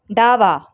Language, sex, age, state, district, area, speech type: Marathi, female, 30-45, Maharashtra, Mumbai Suburban, urban, read